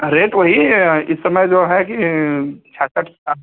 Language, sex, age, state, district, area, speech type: Hindi, male, 45-60, Uttar Pradesh, Ghazipur, rural, conversation